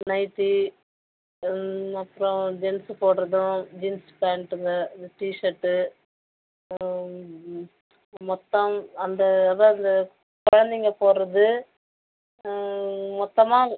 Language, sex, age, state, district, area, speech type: Tamil, female, 45-60, Tamil Nadu, Viluppuram, rural, conversation